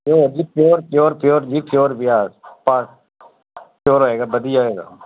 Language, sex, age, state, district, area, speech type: Dogri, male, 45-60, Jammu and Kashmir, Udhampur, urban, conversation